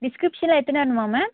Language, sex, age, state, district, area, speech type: Tamil, female, 18-30, Tamil Nadu, Krishnagiri, rural, conversation